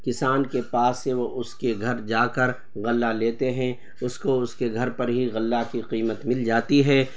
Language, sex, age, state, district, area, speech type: Urdu, male, 30-45, Bihar, Purnia, rural, spontaneous